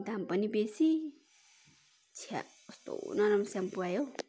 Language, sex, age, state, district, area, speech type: Nepali, female, 45-60, West Bengal, Darjeeling, rural, spontaneous